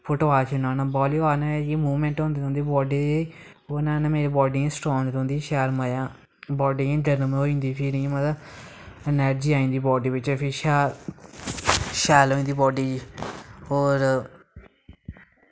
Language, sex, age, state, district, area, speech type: Dogri, male, 18-30, Jammu and Kashmir, Samba, rural, spontaneous